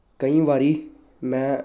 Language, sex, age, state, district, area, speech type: Punjabi, male, 18-30, Punjab, Jalandhar, urban, spontaneous